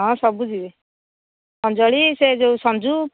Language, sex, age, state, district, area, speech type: Odia, female, 45-60, Odisha, Angul, rural, conversation